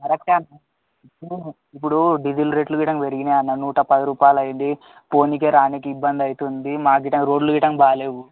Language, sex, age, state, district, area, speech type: Telugu, male, 18-30, Telangana, Vikarabad, urban, conversation